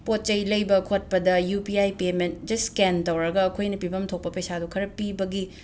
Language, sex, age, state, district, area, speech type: Manipuri, female, 30-45, Manipur, Imphal West, urban, spontaneous